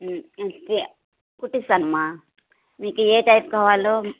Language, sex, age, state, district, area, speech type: Telugu, female, 30-45, Andhra Pradesh, Kadapa, rural, conversation